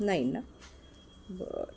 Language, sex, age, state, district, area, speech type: Marathi, female, 45-60, Maharashtra, Kolhapur, urban, spontaneous